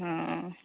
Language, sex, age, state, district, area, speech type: Odia, female, 30-45, Odisha, Nayagarh, rural, conversation